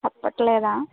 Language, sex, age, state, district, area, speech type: Telugu, female, 18-30, Andhra Pradesh, Kakinada, urban, conversation